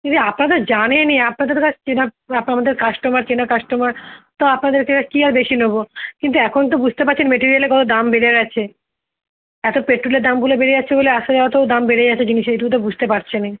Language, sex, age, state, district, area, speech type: Bengali, female, 30-45, West Bengal, Kolkata, urban, conversation